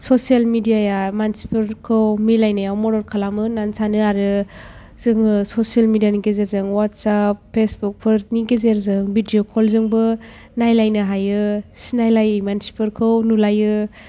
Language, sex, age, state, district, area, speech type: Bodo, female, 18-30, Assam, Chirang, rural, spontaneous